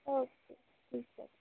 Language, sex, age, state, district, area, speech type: Punjabi, female, 18-30, Punjab, Faridkot, urban, conversation